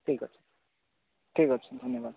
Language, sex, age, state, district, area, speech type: Odia, male, 18-30, Odisha, Rayagada, rural, conversation